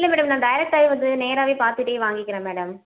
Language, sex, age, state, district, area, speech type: Tamil, female, 30-45, Tamil Nadu, Mayiladuthurai, rural, conversation